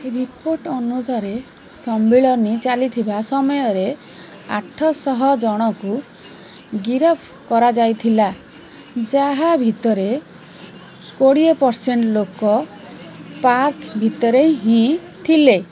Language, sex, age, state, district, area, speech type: Odia, female, 45-60, Odisha, Rayagada, rural, read